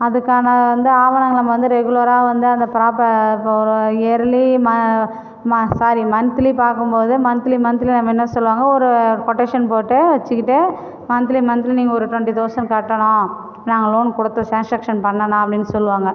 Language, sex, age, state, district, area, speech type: Tamil, female, 45-60, Tamil Nadu, Cuddalore, rural, spontaneous